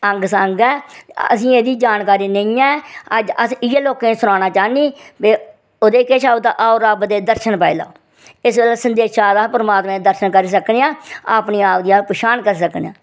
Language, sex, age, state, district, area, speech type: Dogri, female, 60+, Jammu and Kashmir, Reasi, rural, spontaneous